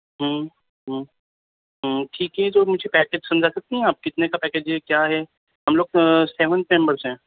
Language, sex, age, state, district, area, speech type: Urdu, female, 30-45, Delhi, Central Delhi, urban, conversation